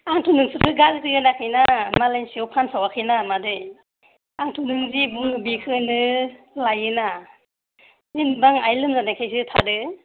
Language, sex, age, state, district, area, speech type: Bodo, female, 45-60, Assam, Kokrajhar, urban, conversation